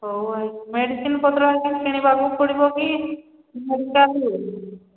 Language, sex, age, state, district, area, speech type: Odia, female, 45-60, Odisha, Angul, rural, conversation